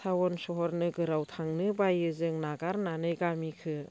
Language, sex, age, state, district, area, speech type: Bodo, female, 60+, Assam, Baksa, rural, spontaneous